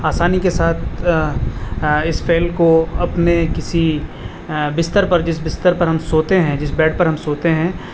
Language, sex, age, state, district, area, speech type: Urdu, male, 30-45, Uttar Pradesh, Aligarh, urban, spontaneous